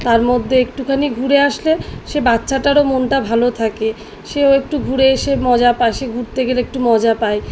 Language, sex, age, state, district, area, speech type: Bengali, female, 30-45, West Bengal, South 24 Parganas, urban, spontaneous